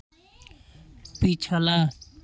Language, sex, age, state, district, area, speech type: Hindi, male, 30-45, Uttar Pradesh, Jaunpur, rural, read